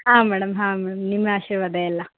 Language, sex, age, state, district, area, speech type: Kannada, female, 30-45, Karnataka, Vijayanagara, rural, conversation